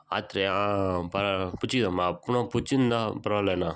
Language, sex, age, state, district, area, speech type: Tamil, male, 18-30, Tamil Nadu, Viluppuram, rural, spontaneous